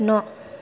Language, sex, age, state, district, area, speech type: Bodo, female, 18-30, Assam, Kokrajhar, rural, read